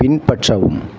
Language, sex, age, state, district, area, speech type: Tamil, male, 45-60, Tamil Nadu, Thoothukudi, urban, read